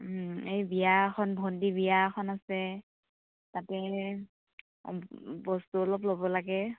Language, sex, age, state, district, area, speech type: Assamese, female, 30-45, Assam, Tinsukia, urban, conversation